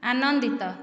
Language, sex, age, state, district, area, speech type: Odia, female, 30-45, Odisha, Nayagarh, rural, read